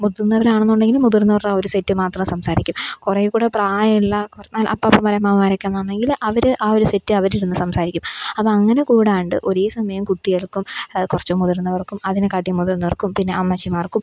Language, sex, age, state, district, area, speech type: Malayalam, female, 18-30, Kerala, Pathanamthitta, urban, spontaneous